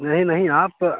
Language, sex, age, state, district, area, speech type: Hindi, male, 30-45, Uttar Pradesh, Prayagraj, rural, conversation